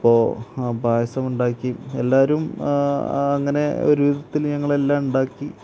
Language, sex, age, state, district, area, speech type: Malayalam, male, 30-45, Kerala, Malappuram, rural, spontaneous